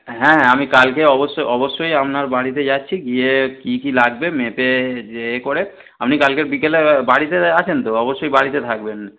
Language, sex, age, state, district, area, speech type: Bengali, male, 30-45, West Bengal, Darjeeling, rural, conversation